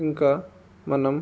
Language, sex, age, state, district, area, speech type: Telugu, male, 18-30, Telangana, Jangaon, urban, spontaneous